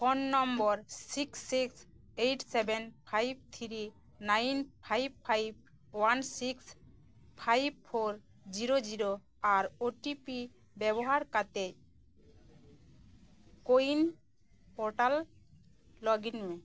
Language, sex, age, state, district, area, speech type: Santali, female, 30-45, West Bengal, Birbhum, rural, read